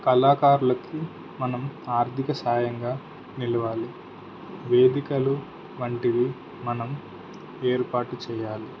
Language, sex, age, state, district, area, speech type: Telugu, male, 18-30, Telangana, Suryapet, urban, spontaneous